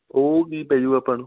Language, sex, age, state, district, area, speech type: Punjabi, male, 18-30, Punjab, Patiala, urban, conversation